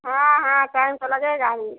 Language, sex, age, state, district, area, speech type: Hindi, female, 45-60, Uttar Pradesh, Ayodhya, rural, conversation